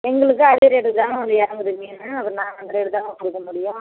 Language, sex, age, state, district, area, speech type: Tamil, female, 60+, Tamil Nadu, Kallakurichi, urban, conversation